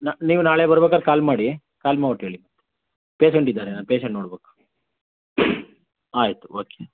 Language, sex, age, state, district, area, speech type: Kannada, male, 30-45, Karnataka, Mandya, rural, conversation